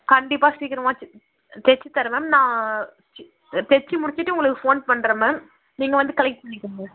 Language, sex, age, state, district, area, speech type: Tamil, female, 18-30, Tamil Nadu, Vellore, urban, conversation